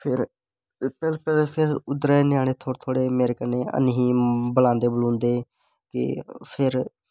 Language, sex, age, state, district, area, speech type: Dogri, male, 18-30, Jammu and Kashmir, Samba, urban, spontaneous